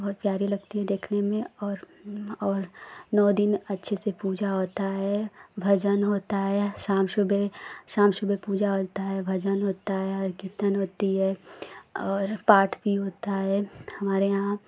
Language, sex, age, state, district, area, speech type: Hindi, female, 18-30, Uttar Pradesh, Ghazipur, urban, spontaneous